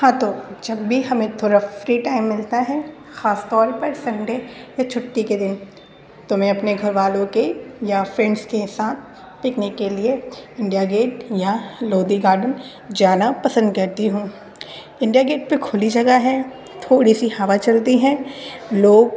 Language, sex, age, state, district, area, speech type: Urdu, female, 18-30, Delhi, North East Delhi, urban, spontaneous